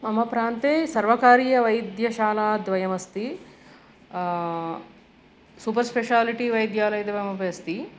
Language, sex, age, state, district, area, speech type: Sanskrit, female, 45-60, Andhra Pradesh, East Godavari, urban, spontaneous